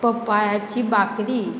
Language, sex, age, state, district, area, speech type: Goan Konkani, female, 18-30, Goa, Murmgao, rural, spontaneous